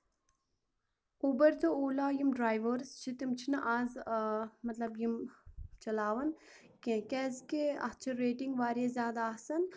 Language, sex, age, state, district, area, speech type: Kashmiri, female, 18-30, Jammu and Kashmir, Anantnag, rural, spontaneous